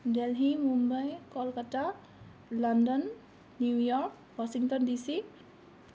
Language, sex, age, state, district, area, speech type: Assamese, female, 18-30, Assam, Kamrup Metropolitan, rural, spontaneous